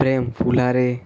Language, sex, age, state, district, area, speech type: Gujarati, male, 18-30, Gujarat, Ahmedabad, urban, spontaneous